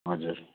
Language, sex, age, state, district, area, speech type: Nepali, male, 45-60, West Bengal, Jalpaiguri, rural, conversation